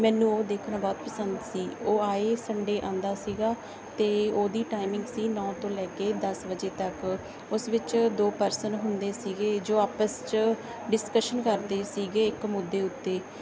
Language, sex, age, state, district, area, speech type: Punjabi, female, 18-30, Punjab, Bathinda, rural, spontaneous